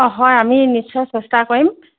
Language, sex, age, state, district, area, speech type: Assamese, female, 45-60, Assam, Dibrugarh, rural, conversation